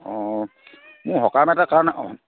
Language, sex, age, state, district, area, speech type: Assamese, male, 45-60, Assam, Dhemaji, rural, conversation